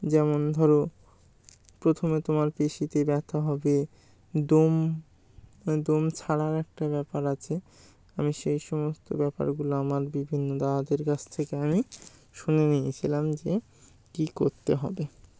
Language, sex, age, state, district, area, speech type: Bengali, male, 18-30, West Bengal, Birbhum, urban, spontaneous